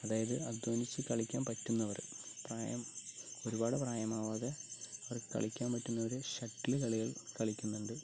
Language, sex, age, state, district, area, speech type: Malayalam, male, 30-45, Kerala, Palakkad, rural, spontaneous